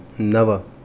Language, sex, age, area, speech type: Sanskrit, male, 30-45, rural, read